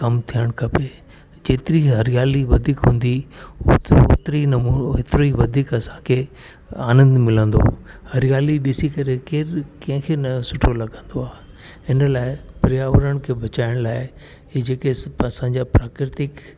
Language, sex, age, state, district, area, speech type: Sindhi, male, 60+, Delhi, South Delhi, urban, spontaneous